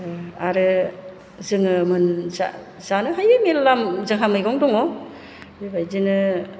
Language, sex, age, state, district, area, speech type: Bodo, female, 45-60, Assam, Chirang, rural, spontaneous